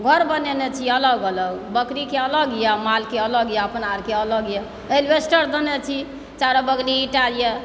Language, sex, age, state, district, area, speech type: Maithili, male, 60+, Bihar, Supaul, rural, spontaneous